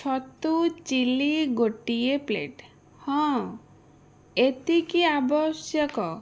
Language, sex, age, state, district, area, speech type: Odia, female, 30-45, Odisha, Bhadrak, rural, spontaneous